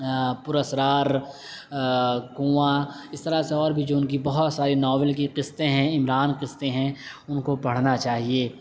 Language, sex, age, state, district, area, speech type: Urdu, male, 18-30, Delhi, South Delhi, urban, spontaneous